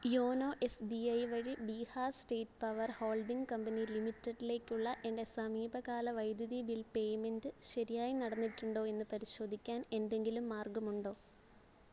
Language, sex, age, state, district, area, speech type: Malayalam, female, 18-30, Kerala, Alappuzha, rural, read